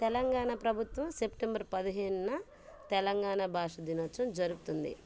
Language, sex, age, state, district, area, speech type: Telugu, female, 30-45, Andhra Pradesh, Bapatla, urban, spontaneous